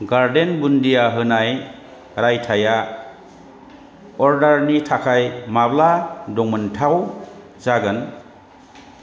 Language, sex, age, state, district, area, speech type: Bodo, male, 60+, Assam, Chirang, rural, read